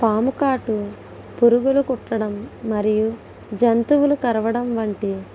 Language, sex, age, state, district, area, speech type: Telugu, female, 18-30, Andhra Pradesh, East Godavari, rural, spontaneous